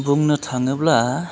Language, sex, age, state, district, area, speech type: Bodo, male, 30-45, Assam, Udalguri, urban, spontaneous